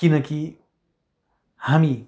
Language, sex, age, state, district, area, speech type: Nepali, male, 60+, West Bengal, Kalimpong, rural, spontaneous